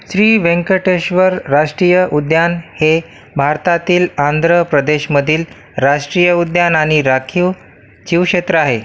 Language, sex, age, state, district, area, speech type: Marathi, male, 45-60, Maharashtra, Akola, urban, read